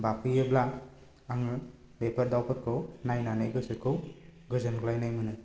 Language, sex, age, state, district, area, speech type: Bodo, male, 18-30, Assam, Baksa, rural, spontaneous